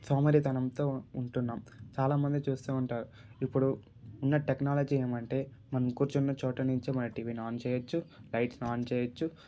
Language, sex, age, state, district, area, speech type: Telugu, male, 18-30, Andhra Pradesh, Sri Balaji, rural, spontaneous